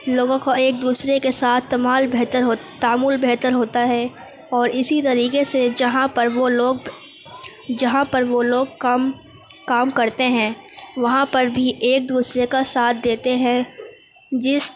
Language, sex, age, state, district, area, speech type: Urdu, female, 18-30, Uttar Pradesh, Gautam Buddha Nagar, urban, spontaneous